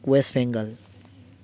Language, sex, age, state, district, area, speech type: Manipuri, male, 18-30, Manipur, Thoubal, rural, spontaneous